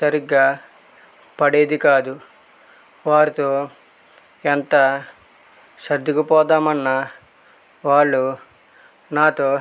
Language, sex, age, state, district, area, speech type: Telugu, male, 30-45, Andhra Pradesh, West Godavari, rural, spontaneous